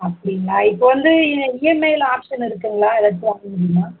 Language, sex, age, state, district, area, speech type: Tamil, female, 30-45, Tamil Nadu, Namakkal, rural, conversation